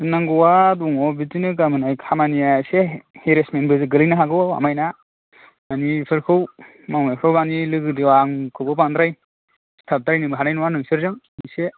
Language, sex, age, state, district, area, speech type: Bodo, male, 18-30, Assam, Kokrajhar, urban, conversation